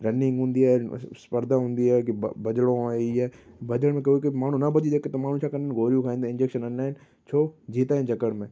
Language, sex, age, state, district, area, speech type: Sindhi, male, 18-30, Gujarat, Kutch, urban, spontaneous